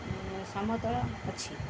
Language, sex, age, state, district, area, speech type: Odia, female, 30-45, Odisha, Jagatsinghpur, rural, spontaneous